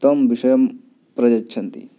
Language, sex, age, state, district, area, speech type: Sanskrit, male, 18-30, West Bengal, Paschim Medinipur, rural, spontaneous